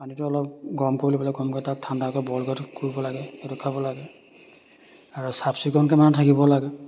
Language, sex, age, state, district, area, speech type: Assamese, male, 30-45, Assam, Majuli, urban, spontaneous